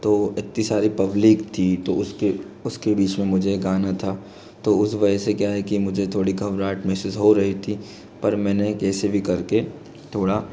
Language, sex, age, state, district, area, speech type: Hindi, male, 18-30, Madhya Pradesh, Bhopal, urban, spontaneous